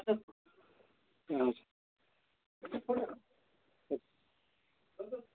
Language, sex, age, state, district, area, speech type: Kashmiri, male, 18-30, Jammu and Kashmir, Ganderbal, rural, conversation